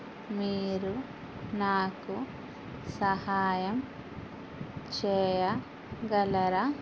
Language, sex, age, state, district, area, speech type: Telugu, female, 18-30, Andhra Pradesh, Eluru, rural, read